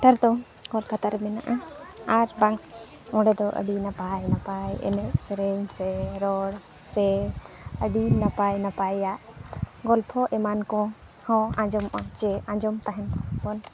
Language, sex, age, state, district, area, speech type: Santali, female, 30-45, Jharkhand, East Singhbhum, rural, spontaneous